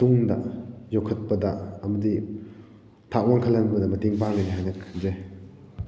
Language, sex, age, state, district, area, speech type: Manipuri, male, 18-30, Manipur, Kakching, rural, spontaneous